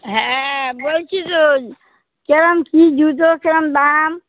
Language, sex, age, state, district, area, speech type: Bengali, female, 60+, West Bengal, Darjeeling, rural, conversation